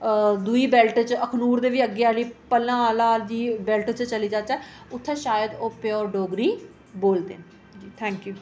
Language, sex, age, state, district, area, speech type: Dogri, female, 30-45, Jammu and Kashmir, Reasi, urban, spontaneous